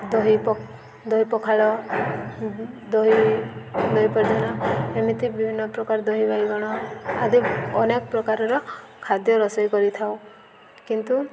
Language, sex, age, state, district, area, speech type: Odia, female, 18-30, Odisha, Subarnapur, urban, spontaneous